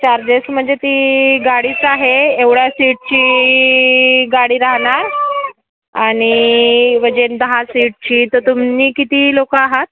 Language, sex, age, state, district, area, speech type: Marathi, female, 30-45, Maharashtra, Yavatmal, rural, conversation